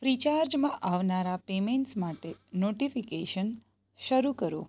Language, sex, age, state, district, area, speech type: Gujarati, female, 30-45, Gujarat, Surat, rural, read